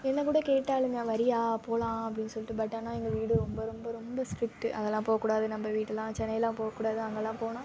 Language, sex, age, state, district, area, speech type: Tamil, female, 18-30, Tamil Nadu, Thanjavur, urban, spontaneous